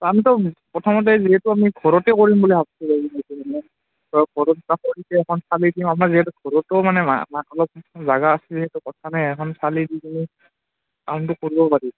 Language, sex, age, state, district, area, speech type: Assamese, male, 18-30, Assam, Udalguri, rural, conversation